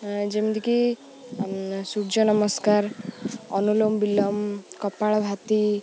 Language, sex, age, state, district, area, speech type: Odia, female, 18-30, Odisha, Jagatsinghpur, rural, spontaneous